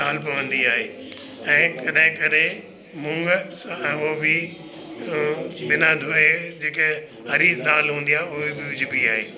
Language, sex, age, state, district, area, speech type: Sindhi, male, 60+, Delhi, South Delhi, urban, spontaneous